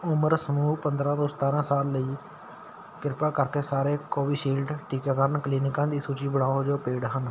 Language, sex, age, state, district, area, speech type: Punjabi, male, 18-30, Punjab, Patiala, urban, read